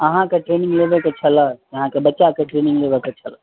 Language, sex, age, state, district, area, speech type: Maithili, male, 18-30, Bihar, Sitamarhi, urban, conversation